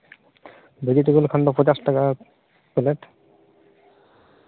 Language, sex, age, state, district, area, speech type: Santali, male, 30-45, Jharkhand, Seraikela Kharsawan, rural, conversation